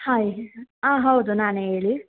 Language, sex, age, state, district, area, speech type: Kannada, female, 18-30, Karnataka, Hassan, urban, conversation